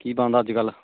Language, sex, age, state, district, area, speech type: Punjabi, male, 30-45, Punjab, Bathinda, rural, conversation